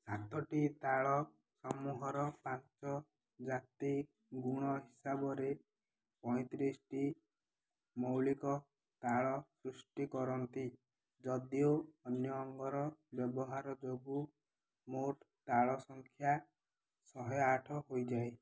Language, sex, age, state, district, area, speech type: Odia, male, 18-30, Odisha, Ganjam, urban, read